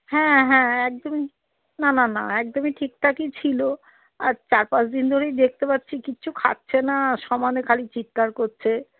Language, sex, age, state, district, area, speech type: Bengali, female, 45-60, West Bengal, Darjeeling, rural, conversation